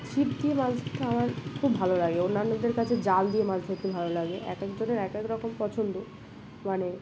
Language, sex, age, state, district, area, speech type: Bengali, female, 18-30, West Bengal, Birbhum, urban, spontaneous